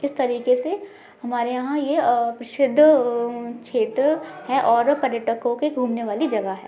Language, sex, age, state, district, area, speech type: Hindi, female, 18-30, Madhya Pradesh, Gwalior, rural, spontaneous